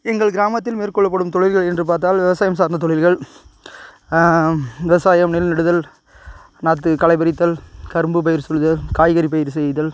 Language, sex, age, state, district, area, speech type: Tamil, male, 45-60, Tamil Nadu, Ariyalur, rural, spontaneous